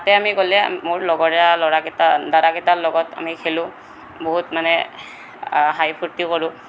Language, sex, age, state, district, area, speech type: Assamese, male, 18-30, Assam, Kamrup Metropolitan, urban, spontaneous